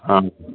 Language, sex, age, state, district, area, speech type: Odia, male, 60+, Odisha, Gajapati, rural, conversation